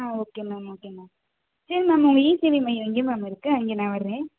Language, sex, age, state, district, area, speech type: Tamil, female, 18-30, Tamil Nadu, Sivaganga, rural, conversation